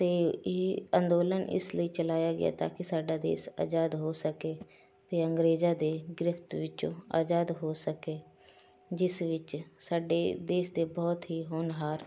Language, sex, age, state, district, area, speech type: Punjabi, female, 30-45, Punjab, Shaheed Bhagat Singh Nagar, rural, spontaneous